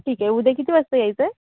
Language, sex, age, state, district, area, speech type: Marathi, female, 30-45, Maharashtra, Wardha, rural, conversation